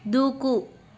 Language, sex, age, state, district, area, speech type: Telugu, female, 18-30, Telangana, Medchal, urban, read